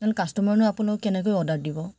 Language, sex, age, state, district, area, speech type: Assamese, female, 30-45, Assam, Charaideo, urban, spontaneous